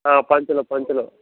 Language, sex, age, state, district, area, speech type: Telugu, male, 18-30, Telangana, Nalgonda, rural, conversation